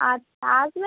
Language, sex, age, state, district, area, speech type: Bengali, female, 18-30, West Bengal, Nadia, rural, conversation